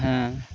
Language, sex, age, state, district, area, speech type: Bengali, male, 18-30, West Bengal, Birbhum, urban, spontaneous